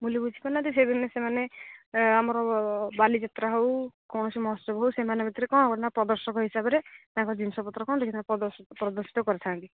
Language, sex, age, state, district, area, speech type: Odia, female, 18-30, Odisha, Jagatsinghpur, rural, conversation